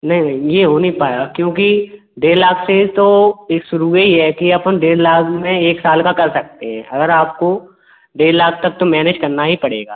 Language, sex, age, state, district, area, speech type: Hindi, male, 18-30, Madhya Pradesh, Gwalior, rural, conversation